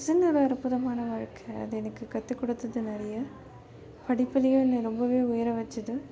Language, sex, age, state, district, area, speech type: Tamil, female, 18-30, Tamil Nadu, Chennai, urban, spontaneous